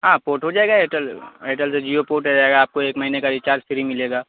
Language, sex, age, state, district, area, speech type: Urdu, male, 18-30, Bihar, Saharsa, rural, conversation